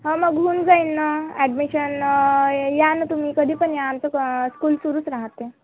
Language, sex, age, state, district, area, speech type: Marathi, female, 18-30, Maharashtra, Nagpur, rural, conversation